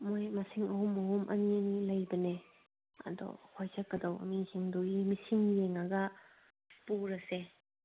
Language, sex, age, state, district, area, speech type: Manipuri, female, 30-45, Manipur, Kangpokpi, urban, conversation